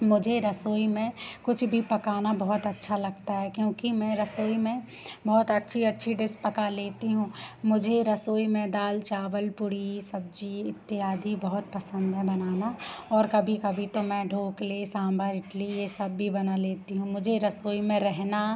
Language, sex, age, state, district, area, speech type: Hindi, female, 18-30, Madhya Pradesh, Seoni, urban, spontaneous